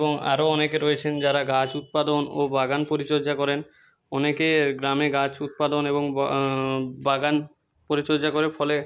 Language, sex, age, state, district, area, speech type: Bengali, male, 30-45, West Bengal, Jhargram, rural, spontaneous